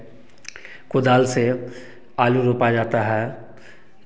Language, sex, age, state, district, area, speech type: Hindi, male, 30-45, Bihar, Samastipur, rural, spontaneous